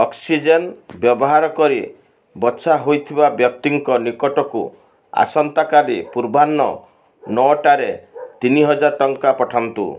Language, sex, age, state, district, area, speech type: Odia, male, 60+, Odisha, Balasore, rural, read